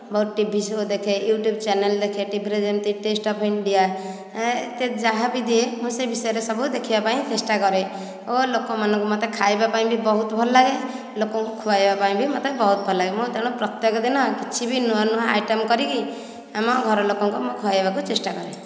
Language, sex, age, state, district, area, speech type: Odia, female, 30-45, Odisha, Nayagarh, rural, spontaneous